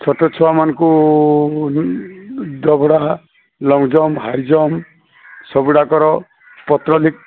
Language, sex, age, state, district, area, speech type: Odia, male, 45-60, Odisha, Sambalpur, rural, conversation